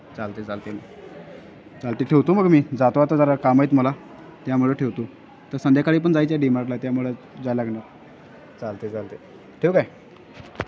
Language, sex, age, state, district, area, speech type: Marathi, male, 18-30, Maharashtra, Sangli, urban, spontaneous